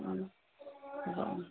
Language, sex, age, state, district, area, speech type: Assamese, female, 30-45, Assam, Sivasagar, rural, conversation